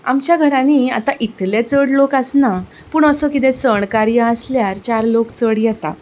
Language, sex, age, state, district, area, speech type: Goan Konkani, female, 30-45, Goa, Ponda, rural, spontaneous